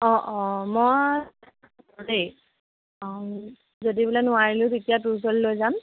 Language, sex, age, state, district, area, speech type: Assamese, female, 18-30, Assam, Jorhat, urban, conversation